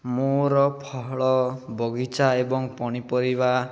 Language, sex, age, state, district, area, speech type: Odia, male, 18-30, Odisha, Malkangiri, urban, spontaneous